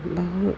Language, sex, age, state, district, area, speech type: Sanskrit, female, 45-60, Tamil Nadu, Tiruchirappalli, urban, spontaneous